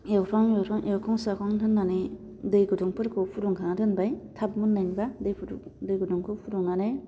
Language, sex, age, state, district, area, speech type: Bodo, female, 30-45, Assam, Baksa, rural, spontaneous